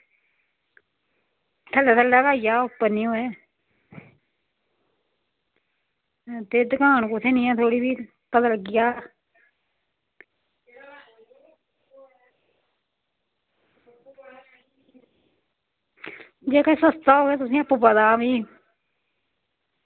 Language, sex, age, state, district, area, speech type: Dogri, female, 30-45, Jammu and Kashmir, Reasi, rural, conversation